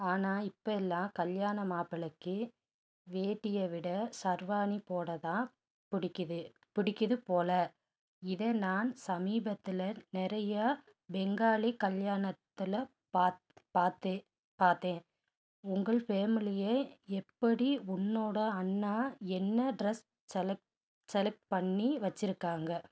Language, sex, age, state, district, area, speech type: Tamil, female, 30-45, Tamil Nadu, Nilgiris, rural, read